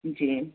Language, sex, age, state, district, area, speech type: Hindi, female, 60+, Madhya Pradesh, Balaghat, rural, conversation